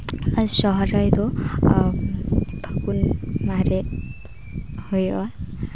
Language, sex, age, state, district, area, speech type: Santali, female, 18-30, West Bengal, Uttar Dinajpur, rural, spontaneous